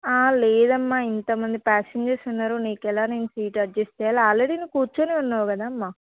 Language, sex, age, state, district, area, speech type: Telugu, female, 18-30, Telangana, Hanamkonda, rural, conversation